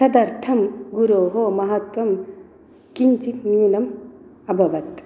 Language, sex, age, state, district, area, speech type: Sanskrit, female, 30-45, Karnataka, Dakshina Kannada, rural, spontaneous